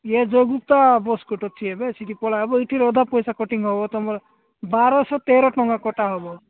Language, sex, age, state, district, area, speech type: Odia, male, 45-60, Odisha, Nabarangpur, rural, conversation